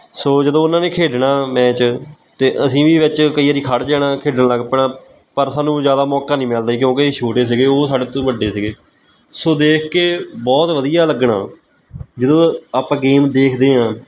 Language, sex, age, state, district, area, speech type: Punjabi, male, 18-30, Punjab, Kapurthala, rural, spontaneous